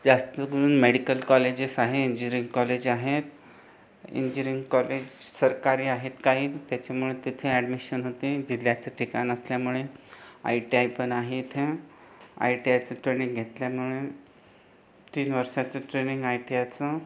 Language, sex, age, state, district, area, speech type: Marathi, other, 30-45, Maharashtra, Buldhana, urban, spontaneous